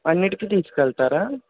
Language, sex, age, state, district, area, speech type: Telugu, male, 45-60, Andhra Pradesh, West Godavari, rural, conversation